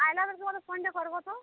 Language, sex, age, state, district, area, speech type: Odia, female, 18-30, Odisha, Subarnapur, urban, conversation